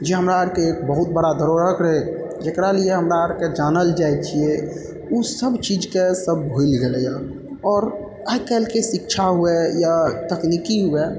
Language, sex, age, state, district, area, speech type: Maithili, male, 30-45, Bihar, Purnia, rural, spontaneous